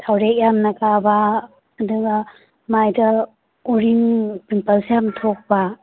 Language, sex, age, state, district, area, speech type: Manipuri, female, 30-45, Manipur, Imphal East, rural, conversation